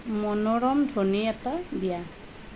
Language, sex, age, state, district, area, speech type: Assamese, female, 30-45, Assam, Nalbari, rural, read